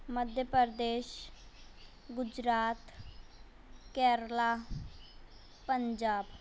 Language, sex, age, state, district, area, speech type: Urdu, female, 18-30, Maharashtra, Nashik, urban, spontaneous